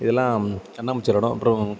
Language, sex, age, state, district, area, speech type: Tamil, male, 30-45, Tamil Nadu, Thanjavur, rural, spontaneous